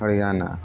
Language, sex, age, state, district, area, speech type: Maithili, male, 45-60, Bihar, Sitamarhi, rural, spontaneous